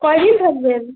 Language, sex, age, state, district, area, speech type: Bengali, female, 18-30, West Bengal, Alipurduar, rural, conversation